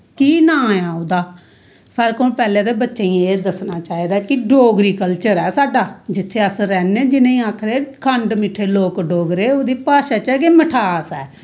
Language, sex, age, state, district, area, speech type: Dogri, female, 45-60, Jammu and Kashmir, Samba, rural, spontaneous